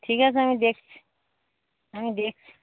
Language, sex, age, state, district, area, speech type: Bengali, female, 60+, West Bengal, Darjeeling, urban, conversation